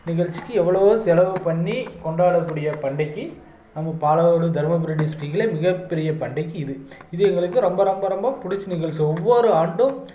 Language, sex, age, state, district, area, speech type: Tamil, male, 30-45, Tamil Nadu, Dharmapuri, urban, spontaneous